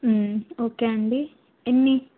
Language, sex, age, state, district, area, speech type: Telugu, female, 18-30, Telangana, Jayashankar, urban, conversation